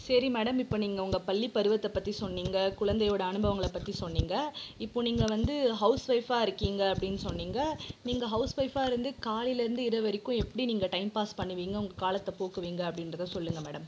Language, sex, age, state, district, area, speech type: Tamil, female, 45-60, Tamil Nadu, Krishnagiri, rural, spontaneous